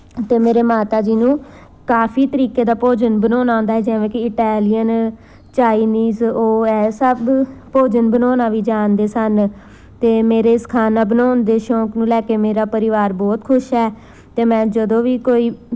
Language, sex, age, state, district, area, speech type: Punjabi, female, 30-45, Punjab, Amritsar, urban, spontaneous